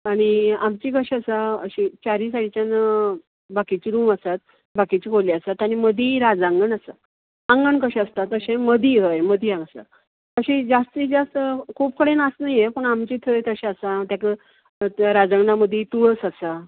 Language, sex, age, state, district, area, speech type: Goan Konkani, female, 45-60, Goa, Canacona, rural, conversation